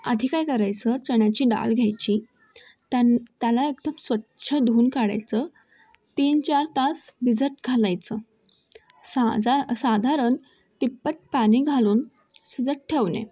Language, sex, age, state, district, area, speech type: Marathi, female, 18-30, Maharashtra, Thane, urban, spontaneous